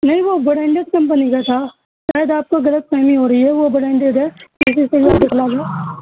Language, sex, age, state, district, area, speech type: Urdu, male, 30-45, Bihar, Supaul, rural, conversation